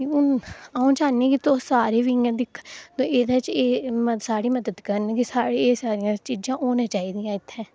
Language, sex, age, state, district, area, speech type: Dogri, female, 18-30, Jammu and Kashmir, Udhampur, rural, spontaneous